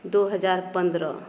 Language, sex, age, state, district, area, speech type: Maithili, female, 30-45, Bihar, Madhepura, urban, spontaneous